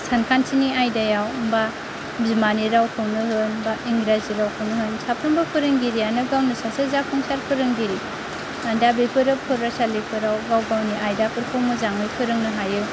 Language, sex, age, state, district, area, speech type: Bodo, female, 30-45, Assam, Kokrajhar, rural, spontaneous